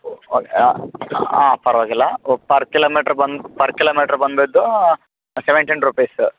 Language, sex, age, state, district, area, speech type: Kannada, male, 30-45, Karnataka, Raichur, rural, conversation